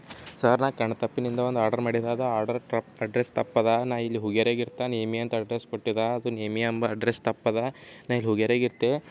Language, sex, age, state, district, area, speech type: Kannada, male, 18-30, Karnataka, Bidar, urban, spontaneous